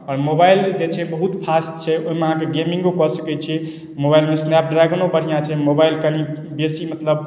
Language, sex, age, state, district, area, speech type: Maithili, male, 30-45, Bihar, Madhubani, urban, spontaneous